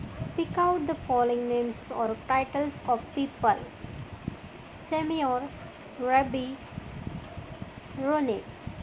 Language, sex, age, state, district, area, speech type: Marathi, female, 45-60, Maharashtra, Amravati, urban, spontaneous